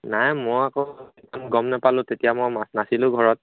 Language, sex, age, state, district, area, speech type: Assamese, male, 18-30, Assam, Majuli, urban, conversation